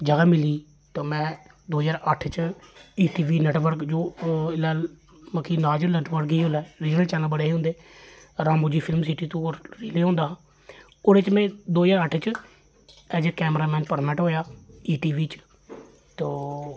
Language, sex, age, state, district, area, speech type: Dogri, male, 30-45, Jammu and Kashmir, Jammu, urban, spontaneous